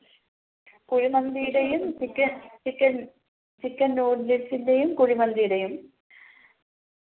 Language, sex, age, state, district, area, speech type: Malayalam, female, 30-45, Kerala, Thiruvananthapuram, rural, conversation